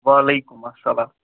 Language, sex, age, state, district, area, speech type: Kashmiri, male, 45-60, Jammu and Kashmir, Srinagar, urban, conversation